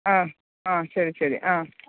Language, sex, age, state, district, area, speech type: Malayalam, female, 45-60, Kerala, Thiruvananthapuram, urban, conversation